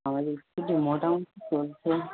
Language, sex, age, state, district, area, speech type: Bengali, male, 18-30, West Bengal, Uttar Dinajpur, urban, conversation